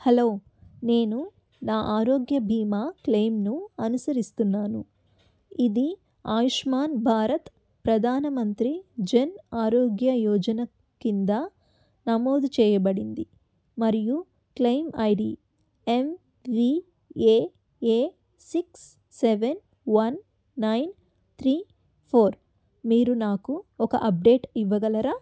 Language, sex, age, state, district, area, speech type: Telugu, female, 30-45, Andhra Pradesh, Chittoor, urban, read